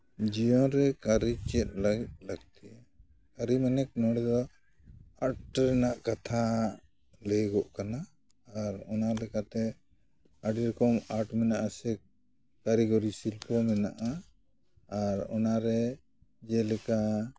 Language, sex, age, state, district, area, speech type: Santali, male, 60+, West Bengal, Jhargram, rural, spontaneous